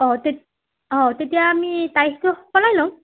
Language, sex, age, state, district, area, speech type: Assamese, female, 30-45, Assam, Nagaon, rural, conversation